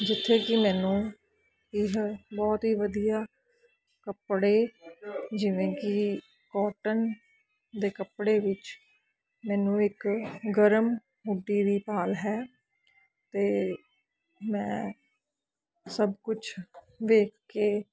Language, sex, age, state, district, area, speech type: Punjabi, female, 30-45, Punjab, Ludhiana, urban, spontaneous